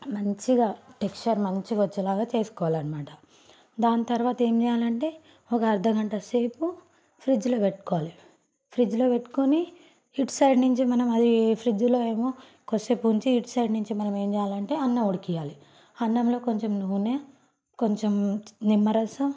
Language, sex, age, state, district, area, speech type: Telugu, female, 18-30, Telangana, Nalgonda, rural, spontaneous